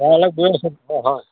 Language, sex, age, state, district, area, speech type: Assamese, male, 60+, Assam, Dhemaji, rural, conversation